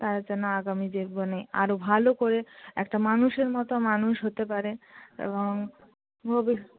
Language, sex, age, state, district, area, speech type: Bengali, female, 18-30, West Bengal, Darjeeling, rural, conversation